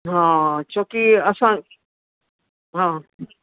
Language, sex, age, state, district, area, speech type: Sindhi, female, 60+, Delhi, South Delhi, urban, conversation